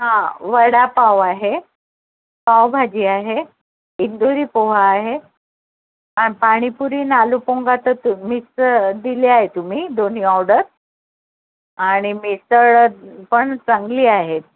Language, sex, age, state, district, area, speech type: Marathi, female, 45-60, Maharashtra, Amravati, urban, conversation